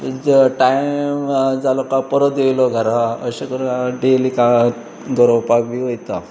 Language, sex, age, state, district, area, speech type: Goan Konkani, male, 45-60, Goa, Pernem, rural, spontaneous